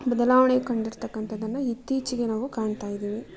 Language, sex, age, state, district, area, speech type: Kannada, female, 30-45, Karnataka, Kolar, rural, spontaneous